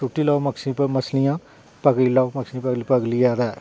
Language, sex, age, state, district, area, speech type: Dogri, male, 30-45, Jammu and Kashmir, Jammu, rural, spontaneous